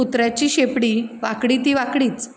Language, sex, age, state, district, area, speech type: Goan Konkani, female, 30-45, Goa, Ponda, rural, spontaneous